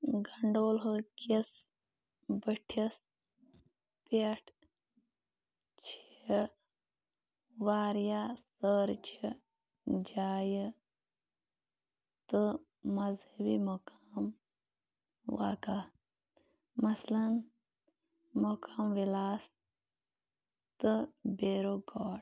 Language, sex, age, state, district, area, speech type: Kashmiri, female, 18-30, Jammu and Kashmir, Shopian, urban, read